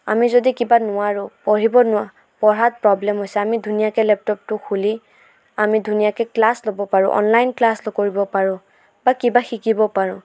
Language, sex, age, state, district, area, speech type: Assamese, female, 18-30, Assam, Sonitpur, rural, spontaneous